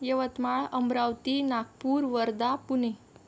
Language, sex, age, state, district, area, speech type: Marathi, female, 18-30, Maharashtra, Wardha, rural, spontaneous